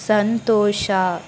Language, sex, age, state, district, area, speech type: Kannada, female, 18-30, Karnataka, Chamarajanagar, rural, read